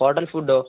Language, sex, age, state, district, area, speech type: Malayalam, male, 18-30, Kerala, Palakkad, rural, conversation